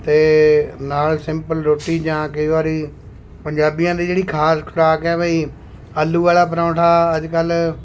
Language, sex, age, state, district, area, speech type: Punjabi, male, 45-60, Punjab, Shaheed Bhagat Singh Nagar, rural, spontaneous